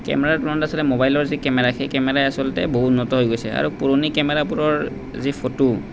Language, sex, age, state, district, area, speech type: Assamese, male, 30-45, Assam, Nalbari, rural, spontaneous